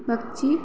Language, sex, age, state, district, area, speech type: Hindi, female, 18-30, Madhya Pradesh, Narsinghpur, rural, read